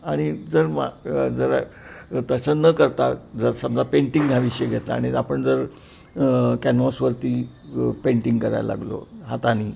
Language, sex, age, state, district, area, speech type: Marathi, male, 60+, Maharashtra, Kolhapur, urban, spontaneous